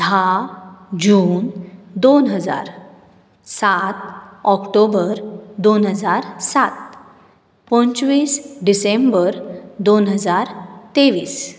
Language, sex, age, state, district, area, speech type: Goan Konkani, female, 30-45, Goa, Bardez, urban, spontaneous